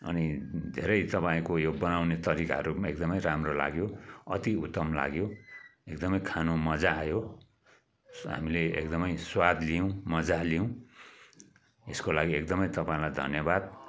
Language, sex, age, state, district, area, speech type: Nepali, male, 45-60, West Bengal, Kalimpong, rural, spontaneous